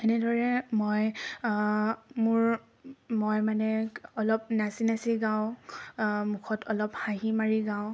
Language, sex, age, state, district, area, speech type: Assamese, female, 18-30, Assam, Tinsukia, urban, spontaneous